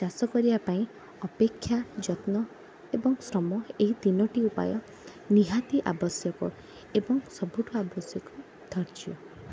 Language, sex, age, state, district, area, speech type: Odia, female, 18-30, Odisha, Cuttack, urban, spontaneous